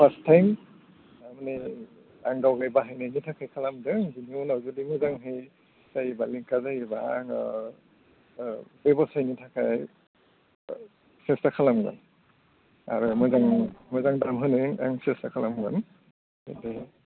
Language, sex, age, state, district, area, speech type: Bodo, male, 45-60, Assam, Udalguri, urban, conversation